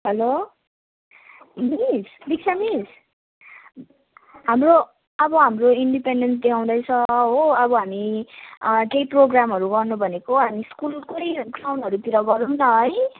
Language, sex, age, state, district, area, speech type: Nepali, female, 18-30, West Bengal, Jalpaiguri, urban, conversation